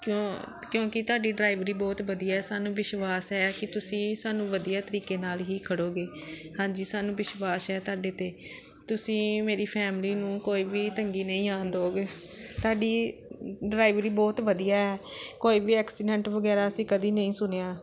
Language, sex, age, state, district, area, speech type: Punjabi, female, 30-45, Punjab, Pathankot, urban, spontaneous